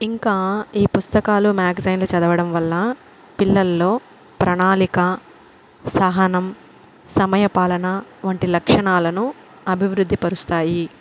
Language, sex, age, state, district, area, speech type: Telugu, female, 30-45, Andhra Pradesh, Kadapa, rural, spontaneous